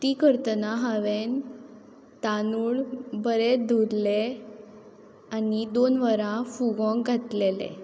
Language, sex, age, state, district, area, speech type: Goan Konkani, female, 18-30, Goa, Quepem, rural, spontaneous